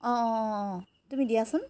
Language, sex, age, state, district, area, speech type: Assamese, female, 30-45, Assam, Charaideo, urban, spontaneous